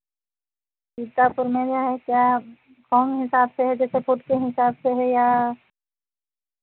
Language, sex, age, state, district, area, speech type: Hindi, female, 60+, Uttar Pradesh, Sitapur, rural, conversation